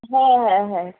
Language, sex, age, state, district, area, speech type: Bengali, female, 18-30, West Bengal, Darjeeling, rural, conversation